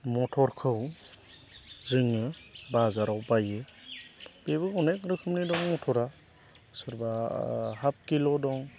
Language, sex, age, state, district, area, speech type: Bodo, male, 30-45, Assam, Chirang, rural, spontaneous